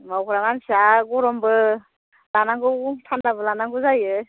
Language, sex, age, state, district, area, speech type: Bodo, female, 30-45, Assam, Kokrajhar, rural, conversation